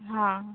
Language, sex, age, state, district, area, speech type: Marathi, female, 18-30, Maharashtra, Akola, rural, conversation